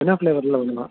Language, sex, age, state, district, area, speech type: Tamil, male, 30-45, Tamil Nadu, Tiruvarur, rural, conversation